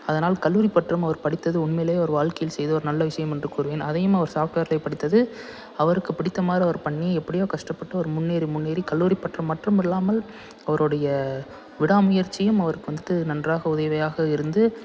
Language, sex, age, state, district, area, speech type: Tamil, male, 18-30, Tamil Nadu, Salem, urban, spontaneous